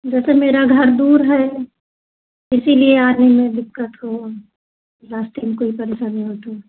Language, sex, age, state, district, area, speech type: Hindi, female, 45-60, Uttar Pradesh, Ayodhya, rural, conversation